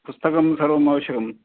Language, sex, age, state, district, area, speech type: Sanskrit, male, 60+, Karnataka, Dakshina Kannada, rural, conversation